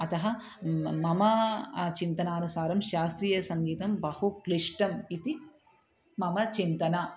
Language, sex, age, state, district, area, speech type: Sanskrit, female, 30-45, Telangana, Ranga Reddy, urban, spontaneous